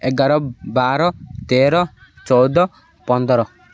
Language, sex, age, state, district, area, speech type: Odia, male, 18-30, Odisha, Ganjam, urban, spontaneous